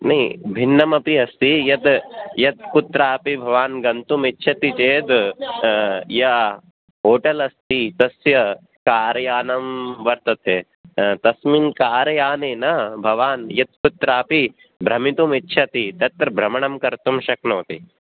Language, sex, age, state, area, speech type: Sanskrit, male, 18-30, Rajasthan, urban, conversation